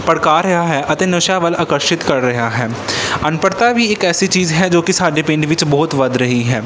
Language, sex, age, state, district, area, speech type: Punjabi, male, 18-30, Punjab, Pathankot, rural, spontaneous